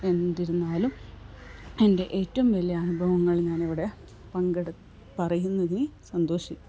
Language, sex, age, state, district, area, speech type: Malayalam, female, 45-60, Kerala, Kasaragod, rural, spontaneous